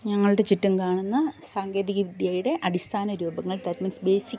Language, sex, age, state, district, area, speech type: Malayalam, female, 60+, Kerala, Pathanamthitta, rural, spontaneous